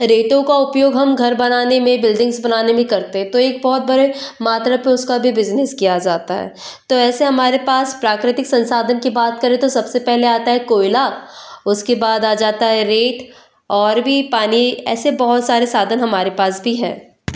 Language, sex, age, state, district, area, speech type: Hindi, female, 18-30, Madhya Pradesh, Betul, urban, spontaneous